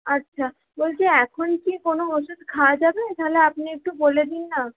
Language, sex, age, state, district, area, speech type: Bengali, female, 18-30, West Bengal, Purba Bardhaman, urban, conversation